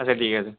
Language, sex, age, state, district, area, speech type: Bengali, male, 18-30, West Bengal, Birbhum, urban, conversation